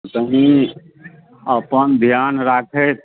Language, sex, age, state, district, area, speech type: Maithili, male, 45-60, Bihar, Supaul, urban, conversation